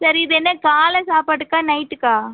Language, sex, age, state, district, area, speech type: Tamil, female, 45-60, Tamil Nadu, Cuddalore, rural, conversation